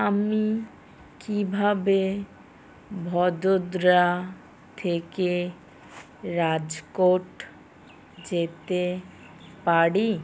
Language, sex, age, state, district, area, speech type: Bengali, female, 30-45, West Bengal, Kolkata, urban, read